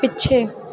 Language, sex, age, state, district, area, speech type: Punjabi, female, 18-30, Punjab, Gurdaspur, urban, read